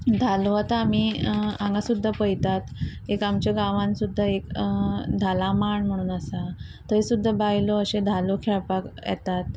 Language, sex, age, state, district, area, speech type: Goan Konkani, female, 30-45, Goa, Quepem, rural, spontaneous